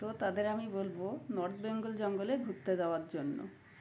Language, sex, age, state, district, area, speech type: Bengali, female, 45-60, West Bengal, Uttar Dinajpur, urban, spontaneous